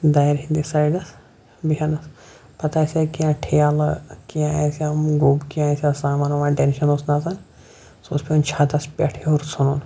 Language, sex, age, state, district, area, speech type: Kashmiri, male, 45-60, Jammu and Kashmir, Shopian, urban, spontaneous